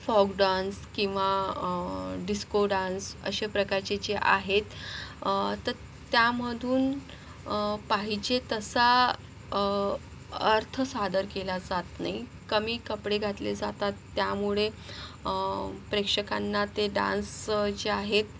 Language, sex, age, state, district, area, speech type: Marathi, female, 30-45, Maharashtra, Yavatmal, rural, spontaneous